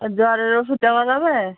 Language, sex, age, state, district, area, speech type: Bengali, female, 45-60, West Bengal, Birbhum, urban, conversation